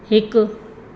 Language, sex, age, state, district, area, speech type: Sindhi, female, 45-60, Madhya Pradesh, Katni, urban, read